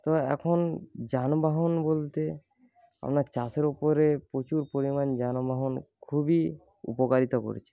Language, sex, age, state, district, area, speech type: Bengali, male, 18-30, West Bengal, Paschim Medinipur, rural, spontaneous